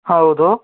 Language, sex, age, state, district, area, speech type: Kannada, male, 18-30, Karnataka, Davanagere, rural, conversation